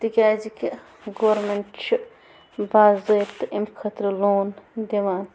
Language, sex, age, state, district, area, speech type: Kashmiri, female, 18-30, Jammu and Kashmir, Bandipora, rural, spontaneous